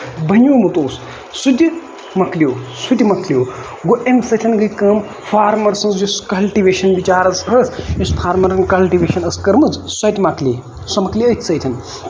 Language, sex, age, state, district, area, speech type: Kashmiri, male, 18-30, Jammu and Kashmir, Ganderbal, rural, spontaneous